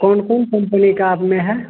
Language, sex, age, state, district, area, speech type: Hindi, male, 30-45, Bihar, Madhepura, rural, conversation